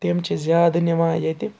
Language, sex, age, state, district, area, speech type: Kashmiri, male, 60+, Jammu and Kashmir, Srinagar, urban, spontaneous